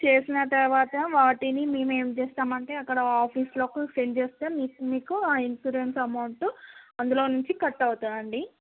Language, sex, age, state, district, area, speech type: Telugu, female, 18-30, Andhra Pradesh, Visakhapatnam, urban, conversation